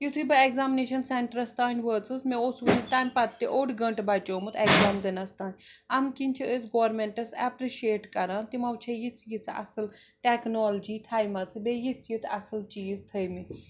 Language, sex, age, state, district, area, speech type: Kashmiri, female, 45-60, Jammu and Kashmir, Srinagar, urban, spontaneous